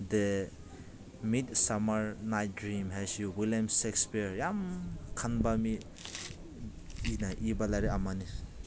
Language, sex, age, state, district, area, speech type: Manipuri, male, 18-30, Manipur, Senapati, rural, spontaneous